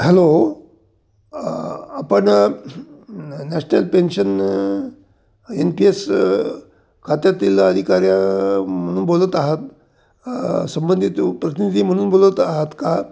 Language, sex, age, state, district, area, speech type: Marathi, male, 60+, Maharashtra, Ahmednagar, urban, spontaneous